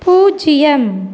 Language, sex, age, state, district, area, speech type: Tamil, female, 30-45, Tamil Nadu, Thoothukudi, rural, read